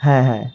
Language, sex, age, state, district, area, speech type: Bengali, male, 18-30, West Bengal, Malda, rural, spontaneous